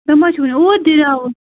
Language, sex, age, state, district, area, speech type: Kashmiri, female, 30-45, Jammu and Kashmir, Bandipora, rural, conversation